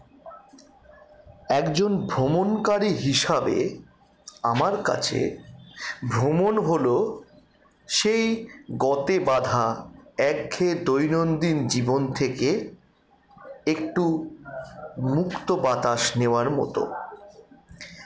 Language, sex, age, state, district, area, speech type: Bengali, male, 60+, West Bengal, Paschim Bardhaman, rural, spontaneous